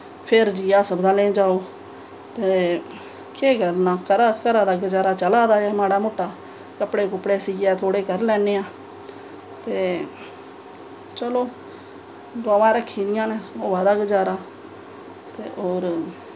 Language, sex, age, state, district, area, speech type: Dogri, female, 30-45, Jammu and Kashmir, Samba, rural, spontaneous